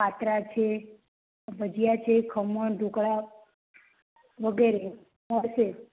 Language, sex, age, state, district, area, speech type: Gujarati, female, 18-30, Gujarat, Ahmedabad, urban, conversation